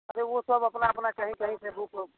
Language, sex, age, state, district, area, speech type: Hindi, male, 30-45, Bihar, Samastipur, rural, conversation